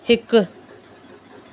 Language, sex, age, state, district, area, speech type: Sindhi, female, 18-30, Madhya Pradesh, Katni, rural, read